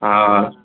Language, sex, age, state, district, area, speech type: Sindhi, male, 60+, Maharashtra, Thane, urban, conversation